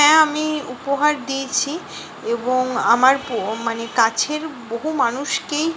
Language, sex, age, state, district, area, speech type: Bengali, female, 30-45, West Bengal, Purba Bardhaman, urban, spontaneous